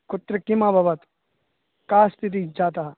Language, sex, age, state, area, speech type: Sanskrit, male, 18-30, Uttar Pradesh, urban, conversation